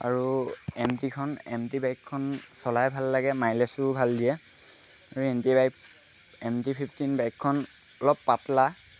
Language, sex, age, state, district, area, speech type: Assamese, male, 18-30, Assam, Lakhimpur, rural, spontaneous